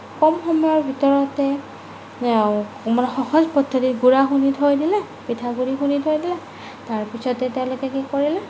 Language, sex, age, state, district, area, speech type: Assamese, female, 18-30, Assam, Morigaon, rural, spontaneous